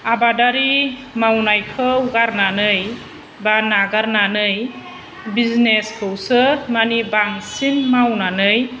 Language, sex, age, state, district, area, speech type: Bodo, female, 30-45, Assam, Chirang, urban, spontaneous